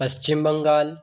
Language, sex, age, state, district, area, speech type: Hindi, male, 18-30, Madhya Pradesh, Bhopal, urban, spontaneous